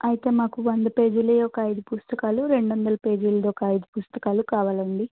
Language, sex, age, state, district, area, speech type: Telugu, female, 60+, Andhra Pradesh, N T Rama Rao, urban, conversation